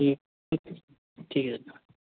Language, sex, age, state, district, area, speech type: Hindi, male, 30-45, Madhya Pradesh, Ujjain, rural, conversation